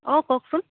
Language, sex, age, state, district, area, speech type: Assamese, female, 18-30, Assam, Dibrugarh, rural, conversation